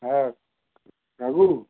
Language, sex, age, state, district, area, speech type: Bengali, male, 18-30, West Bengal, South 24 Parganas, rural, conversation